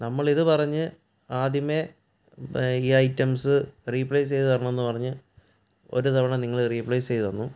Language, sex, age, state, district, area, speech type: Malayalam, male, 30-45, Kerala, Kottayam, urban, spontaneous